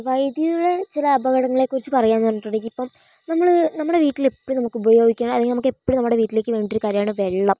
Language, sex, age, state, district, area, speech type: Malayalam, female, 18-30, Kerala, Wayanad, rural, spontaneous